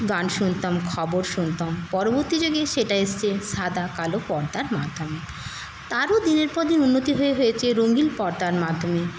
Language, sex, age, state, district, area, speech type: Bengali, female, 30-45, West Bengal, Paschim Medinipur, rural, spontaneous